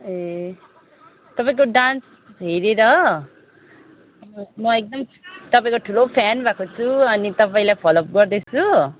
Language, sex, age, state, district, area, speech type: Nepali, female, 30-45, West Bengal, Kalimpong, rural, conversation